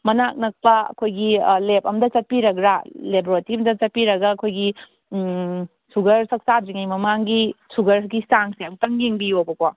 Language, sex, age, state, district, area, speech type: Manipuri, female, 45-60, Manipur, Kangpokpi, urban, conversation